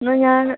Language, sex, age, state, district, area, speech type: Malayalam, female, 18-30, Kerala, Wayanad, rural, conversation